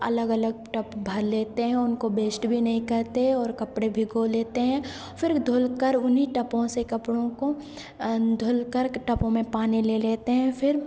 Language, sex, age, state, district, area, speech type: Hindi, female, 18-30, Madhya Pradesh, Hoshangabad, urban, spontaneous